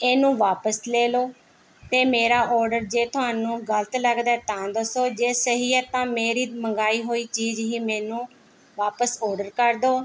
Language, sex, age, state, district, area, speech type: Punjabi, female, 30-45, Punjab, Mohali, urban, spontaneous